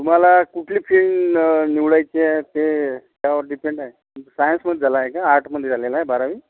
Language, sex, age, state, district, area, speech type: Marathi, male, 60+, Maharashtra, Amravati, rural, conversation